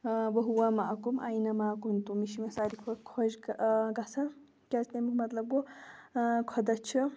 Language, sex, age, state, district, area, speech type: Kashmiri, female, 18-30, Jammu and Kashmir, Shopian, urban, spontaneous